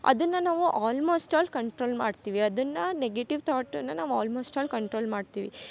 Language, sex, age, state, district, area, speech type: Kannada, female, 18-30, Karnataka, Chikkamagaluru, rural, spontaneous